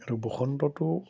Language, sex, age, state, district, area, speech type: Assamese, male, 60+, Assam, Udalguri, urban, spontaneous